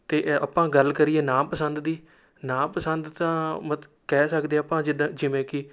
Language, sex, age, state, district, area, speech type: Punjabi, male, 18-30, Punjab, Rupnagar, rural, spontaneous